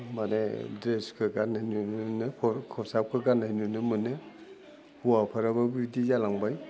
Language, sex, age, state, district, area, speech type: Bodo, male, 60+, Assam, Udalguri, urban, spontaneous